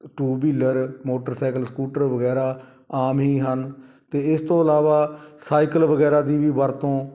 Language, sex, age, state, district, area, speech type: Punjabi, male, 45-60, Punjab, Shaheed Bhagat Singh Nagar, urban, spontaneous